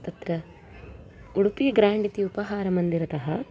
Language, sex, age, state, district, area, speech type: Sanskrit, female, 60+, Maharashtra, Mumbai City, urban, spontaneous